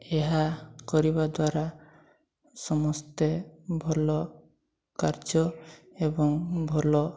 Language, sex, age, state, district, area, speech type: Odia, male, 18-30, Odisha, Mayurbhanj, rural, spontaneous